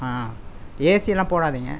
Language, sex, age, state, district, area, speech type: Tamil, male, 60+, Tamil Nadu, Coimbatore, rural, spontaneous